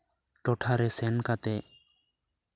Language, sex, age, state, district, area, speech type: Santali, male, 18-30, West Bengal, Bankura, rural, spontaneous